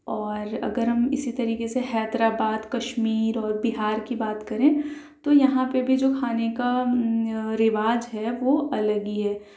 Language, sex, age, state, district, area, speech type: Urdu, female, 18-30, Delhi, South Delhi, urban, spontaneous